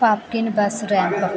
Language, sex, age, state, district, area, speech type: Punjabi, female, 18-30, Punjab, Muktsar, rural, spontaneous